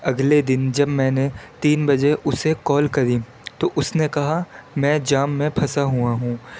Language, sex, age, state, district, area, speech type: Urdu, male, 18-30, Delhi, Central Delhi, urban, spontaneous